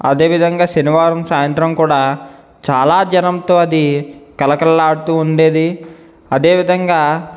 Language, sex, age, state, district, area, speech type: Telugu, male, 18-30, Andhra Pradesh, Eluru, urban, spontaneous